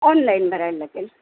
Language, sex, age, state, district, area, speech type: Marathi, female, 45-60, Maharashtra, Nanded, urban, conversation